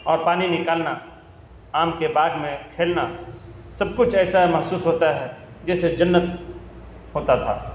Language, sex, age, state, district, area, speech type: Urdu, male, 45-60, Bihar, Gaya, urban, spontaneous